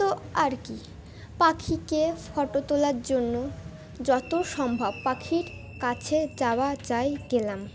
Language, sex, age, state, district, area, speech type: Bengali, female, 18-30, West Bengal, Dakshin Dinajpur, urban, spontaneous